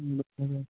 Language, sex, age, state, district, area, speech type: Marathi, male, 30-45, Maharashtra, Amravati, rural, conversation